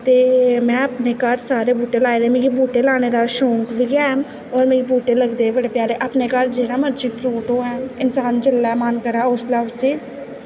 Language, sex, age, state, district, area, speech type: Dogri, female, 18-30, Jammu and Kashmir, Kathua, rural, spontaneous